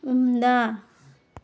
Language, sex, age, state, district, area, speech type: Telugu, female, 18-30, Andhra Pradesh, Nellore, rural, read